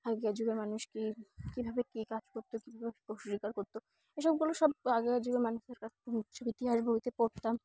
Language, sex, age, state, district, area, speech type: Bengali, female, 18-30, West Bengal, Dakshin Dinajpur, urban, spontaneous